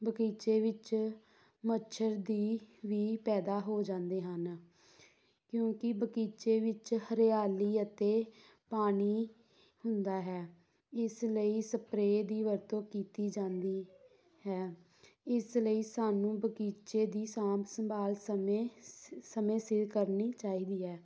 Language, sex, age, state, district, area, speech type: Punjabi, female, 18-30, Punjab, Tarn Taran, rural, spontaneous